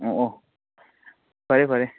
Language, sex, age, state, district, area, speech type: Manipuri, male, 18-30, Manipur, Churachandpur, rural, conversation